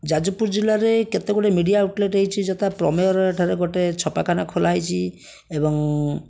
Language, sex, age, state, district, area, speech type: Odia, male, 60+, Odisha, Jajpur, rural, spontaneous